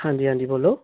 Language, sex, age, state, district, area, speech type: Punjabi, male, 30-45, Punjab, Tarn Taran, urban, conversation